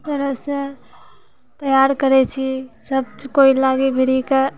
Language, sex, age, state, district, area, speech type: Maithili, female, 30-45, Bihar, Purnia, rural, spontaneous